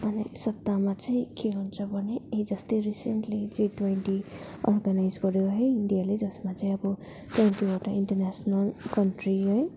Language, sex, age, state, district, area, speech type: Nepali, female, 18-30, West Bengal, Darjeeling, rural, spontaneous